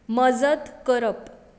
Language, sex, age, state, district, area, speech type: Goan Konkani, female, 30-45, Goa, Tiswadi, rural, read